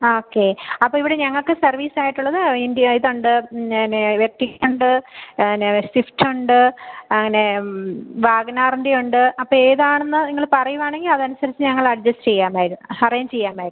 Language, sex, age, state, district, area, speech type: Malayalam, female, 30-45, Kerala, Thiruvananthapuram, rural, conversation